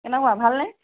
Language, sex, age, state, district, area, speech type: Assamese, female, 45-60, Assam, Charaideo, urban, conversation